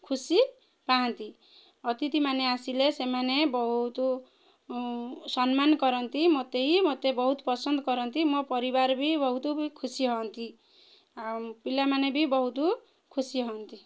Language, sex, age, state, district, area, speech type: Odia, female, 30-45, Odisha, Kendrapara, urban, spontaneous